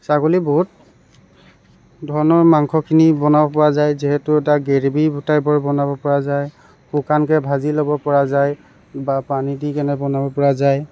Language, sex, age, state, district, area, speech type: Assamese, male, 18-30, Assam, Tinsukia, rural, spontaneous